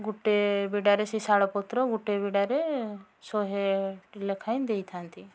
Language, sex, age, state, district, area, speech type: Odia, female, 45-60, Odisha, Mayurbhanj, rural, spontaneous